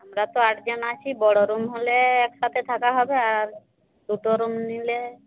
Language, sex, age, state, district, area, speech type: Bengali, female, 45-60, West Bengal, Jhargram, rural, conversation